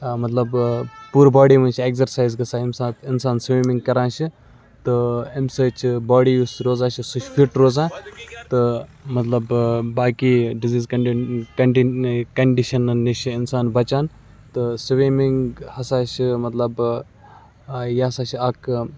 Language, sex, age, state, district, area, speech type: Kashmiri, male, 18-30, Jammu and Kashmir, Baramulla, urban, spontaneous